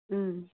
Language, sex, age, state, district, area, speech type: Manipuri, female, 18-30, Manipur, Kangpokpi, rural, conversation